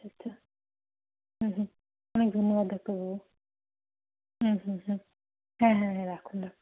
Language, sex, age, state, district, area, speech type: Bengali, female, 18-30, West Bengal, Nadia, rural, conversation